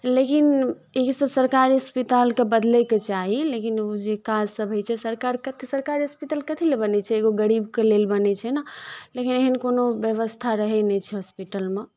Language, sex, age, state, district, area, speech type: Maithili, female, 18-30, Bihar, Darbhanga, rural, spontaneous